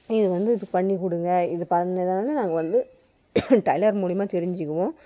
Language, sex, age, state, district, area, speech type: Tamil, female, 60+, Tamil Nadu, Krishnagiri, rural, spontaneous